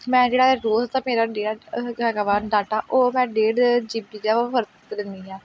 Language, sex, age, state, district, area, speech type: Punjabi, female, 18-30, Punjab, Pathankot, rural, spontaneous